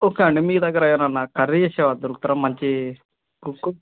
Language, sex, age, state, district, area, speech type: Telugu, male, 18-30, Telangana, Mancherial, rural, conversation